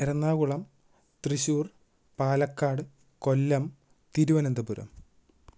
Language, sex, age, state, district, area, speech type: Malayalam, male, 18-30, Kerala, Thrissur, urban, spontaneous